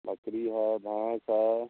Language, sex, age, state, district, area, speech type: Hindi, male, 60+, Bihar, Samastipur, urban, conversation